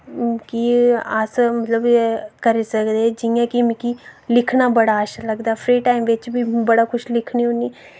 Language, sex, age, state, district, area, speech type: Dogri, female, 18-30, Jammu and Kashmir, Reasi, rural, spontaneous